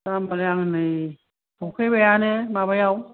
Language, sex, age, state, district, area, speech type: Bodo, female, 60+, Assam, Kokrajhar, urban, conversation